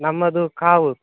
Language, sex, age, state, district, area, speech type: Kannada, male, 18-30, Karnataka, Dakshina Kannada, rural, conversation